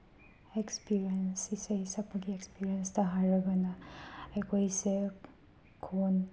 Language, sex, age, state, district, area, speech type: Manipuri, female, 30-45, Manipur, Chandel, rural, spontaneous